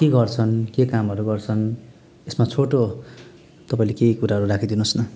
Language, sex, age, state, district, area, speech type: Nepali, female, 60+, West Bengal, Jalpaiguri, urban, spontaneous